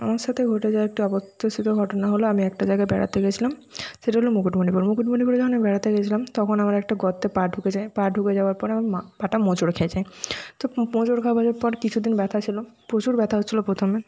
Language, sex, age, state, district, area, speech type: Bengali, female, 45-60, West Bengal, Jhargram, rural, spontaneous